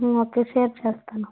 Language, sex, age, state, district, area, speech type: Telugu, female, 18-30, Andhra Pradesh, Nellore, rural, conversation